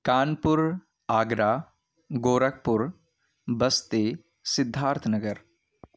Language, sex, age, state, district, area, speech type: Urdu, male, 18-30, Uttar Pradesh, Ghaziabad, urban, spontaneous